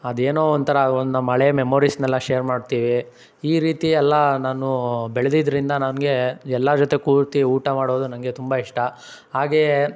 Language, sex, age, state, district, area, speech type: Kannada, male, 30-45, Karnataka, Tumkur, rural, spontaneous